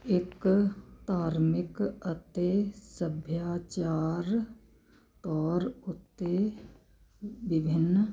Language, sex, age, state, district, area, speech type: Punjabi, female, 45-60, Punjab, Muktsar, urban, read